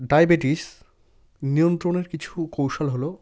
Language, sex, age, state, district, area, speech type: Bengali, male, 45-60, West Bengal, South 24 Parganas, rural, spontaneous